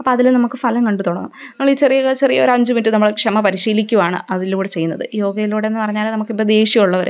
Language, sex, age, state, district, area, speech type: Malayalam, female, 30-45, Kerala, Idukki, rural, spontaneous